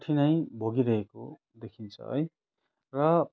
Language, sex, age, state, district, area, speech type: Nepali, male, 30-45, West Bengal, Kalimpong, rural, spontaneous